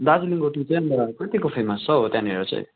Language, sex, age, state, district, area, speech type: Nepali, male, 18-30, West Bengal, Darjeeling, rural, conversation